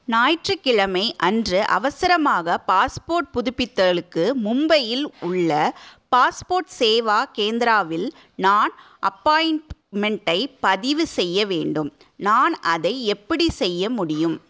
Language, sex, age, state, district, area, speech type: Tamil, female, 30-45, Tamil Nadu, Madurai, urban, read